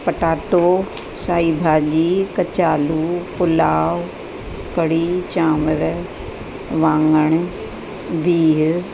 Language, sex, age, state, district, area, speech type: Sindhi, female, 60+, Uttar Pradesh, Lucknow, rural, spontaneous